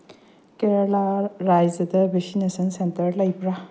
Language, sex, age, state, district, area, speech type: Manipuri, female, 30-45, Manipur, Bishnupur, rural, read